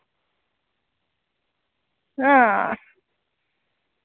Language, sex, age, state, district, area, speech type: Dogri, female, 18-30, Jammu and Kashmir, Udhampur, urban, conversation